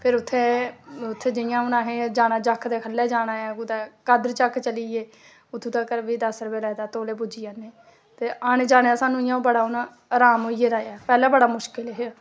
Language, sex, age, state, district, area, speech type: Dogri, female, 30-45, Jammu and Kashmir, Samba, rural, spontaneous